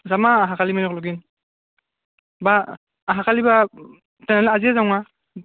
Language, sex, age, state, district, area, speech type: Assamese, male, 18-30, Assam, Barpeta, rural, conversation